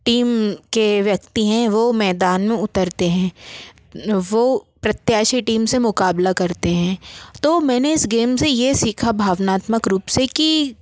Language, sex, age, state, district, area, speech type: Hindi, female, 60+, Madhya Pradesh, Bhopal, urban, spontaneous